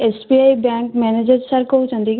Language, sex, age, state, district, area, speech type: Odia, female, 18-30, Odisha, Kandhamal, rural, conversation